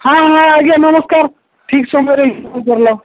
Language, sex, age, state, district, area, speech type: Odia, male, 45-60, Odisha, Nabarangpur, rural, conversation